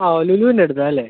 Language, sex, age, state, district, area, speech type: Malayalam, male, 18-30, Kerala, Kottayam, rural, conversation